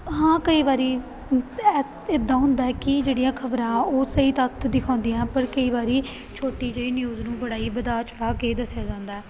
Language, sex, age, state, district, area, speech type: Punjabi, female, 18-30, Punjab, Gurdaspur, rural, spontaneous